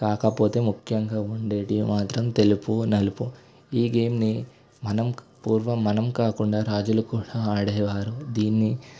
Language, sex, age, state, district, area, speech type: Telugu, male, 18-30, Telangana, Sangareddy, urban, spontaneous